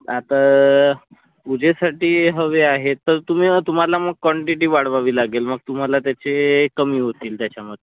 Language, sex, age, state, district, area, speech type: Marathi, male, 30-45, Maharashtra, Nagpur, urban, conversation